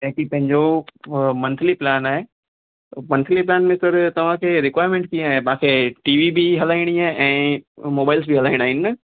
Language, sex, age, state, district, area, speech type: Sindhi, male, 30-45, Gujarat, Kutch, urban, conversation